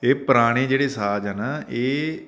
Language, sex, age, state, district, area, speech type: Punjabi, male, 30-45, Punjab, Faridkot, urban, spontaneous